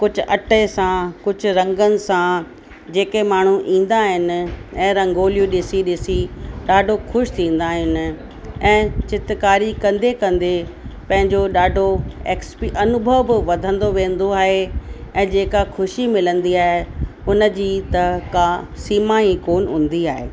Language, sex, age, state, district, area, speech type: Sindhi, female, 45-60, Uttar Pradesh, Lucknow, rural, spontaneous